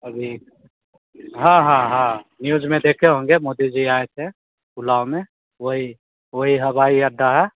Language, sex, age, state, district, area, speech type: Hindi, male, 18-30, Bihar, Begusarai, rural, conversation